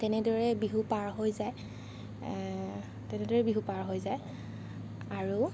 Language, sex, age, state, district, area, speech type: Assamese, female, 30-45, Assam, Lakhimpur, rural, spontaneous